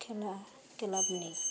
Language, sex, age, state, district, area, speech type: Bengali, female, 30-45, West Bengal, Uttar Dinajpur, urban, spontaneous